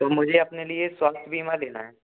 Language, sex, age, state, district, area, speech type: Hindi, male, 18-30, Madhya Pradesh, Gwalior, urban, conversation